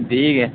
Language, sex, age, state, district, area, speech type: Dogri, male, 30-45, Jammu and Kashmir, Udhampur, rural, conversation